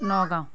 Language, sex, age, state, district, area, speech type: Assamese, female, 30-45, Assam, Sivasagar, rural, spontaneous